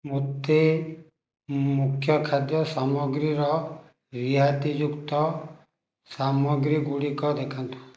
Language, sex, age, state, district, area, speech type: Odia, male, 60+, Odisha, Jajpur, rural, read